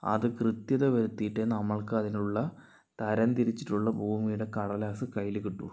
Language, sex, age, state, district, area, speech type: Malayalam, male, 60+, Kerala, Palakkad, rural, spontaneous